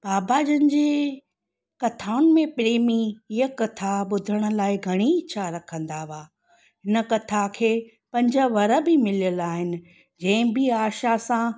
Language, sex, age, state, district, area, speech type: Sindhi, female, 30-45, Gujarat, Junagadh, rural, spontaneous